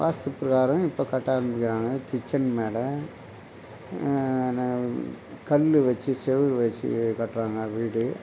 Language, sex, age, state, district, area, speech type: Tamil, male, 60+, Tamil Nadu, Mayiladuthurai, rural, spontaneous